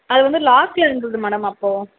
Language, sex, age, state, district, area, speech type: Tamil, female, 30-45, Tamil Nadu, Tiruvallur, urban, conversation